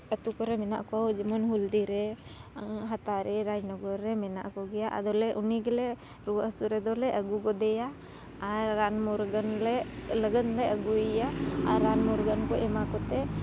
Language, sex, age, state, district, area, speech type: Santali, female, 30-45, Jharkhand, Seraikela Kharsawan, rural, spontaneous